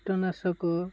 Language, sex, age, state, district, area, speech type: Odia, male, 18-30, Odisha, Ganjam, urban, spontaneous